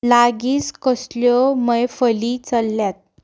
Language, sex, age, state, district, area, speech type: Goan Konkani, female, 18-30, Goa, Ponda, rural, read